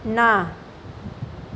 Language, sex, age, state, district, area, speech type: Gujarati, female, 30-45, Gujarat, Ahmedabad, urban, read